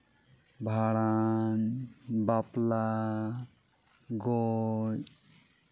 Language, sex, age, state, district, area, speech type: Santali, male, 18-30, Jharkhand, East Singhbhum, rural, spontaneous